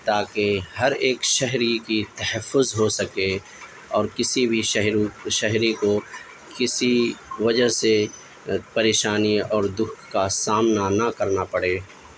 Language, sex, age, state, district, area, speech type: Urdu, male, 30-45, Delhi, South Delhi, urban, spontaneous